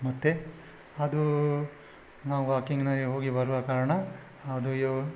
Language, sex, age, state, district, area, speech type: Kannada, male, 60+, Karnataka, Udupi, rural, spontaneous